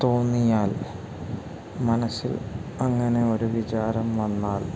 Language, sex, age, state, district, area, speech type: Malayalam, male, 30-45, Kerala, Wayanad, rural, spontaneous